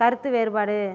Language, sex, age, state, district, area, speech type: Tamil, female, 18-30, Tamil Nadu, Ariyalur, rural, read